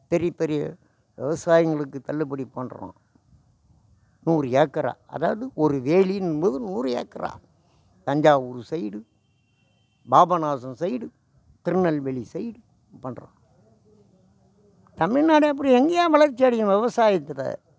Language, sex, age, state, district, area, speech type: Tamil, male, 60+, Tamil Nadu, Tiruvannamalai, rural, spontaneous